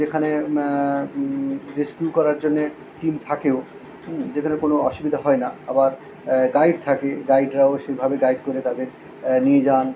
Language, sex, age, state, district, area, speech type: Bengali, male, 45-60, West Bengal, Kolkata, urban, spontaneous